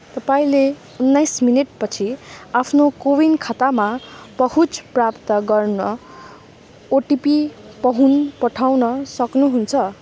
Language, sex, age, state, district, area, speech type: Nepali, female, 30-45, West Bengal, Darjeeling, rural, read